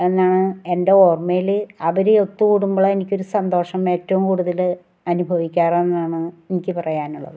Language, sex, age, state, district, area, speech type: Malayalam, female, 60+, Kerala, Ernakulam, rural, spontaneous